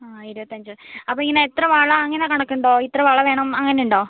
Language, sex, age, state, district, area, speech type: Malayalam, female, 45-60, Kerala, Wayanad, rural, conversation